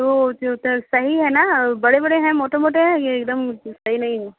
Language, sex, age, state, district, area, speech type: Hindi, female, 30-45, Uttar Pradesh, Bhadohi, rural, conversation